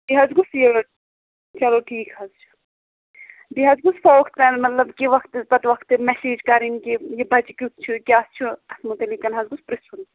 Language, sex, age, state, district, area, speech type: Kashmiri, female, 18-30, Jammu and Kashmir, Pulwama, rural, conversation